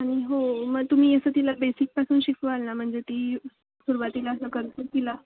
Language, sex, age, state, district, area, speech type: Marathi, female, 18-30, Maharashtra, Ratnagiri, rural, conversation